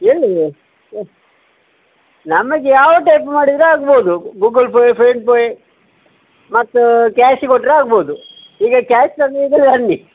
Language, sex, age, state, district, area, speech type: Kannada, male, 45-60, Karnataka, Dakshina Kannada, rural, conversation